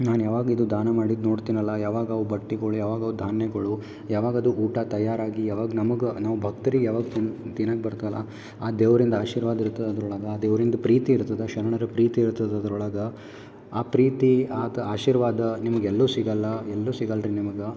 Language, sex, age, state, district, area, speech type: Kannada, male, 18-30, Karnataka, Gulbarga, urban, spontaneous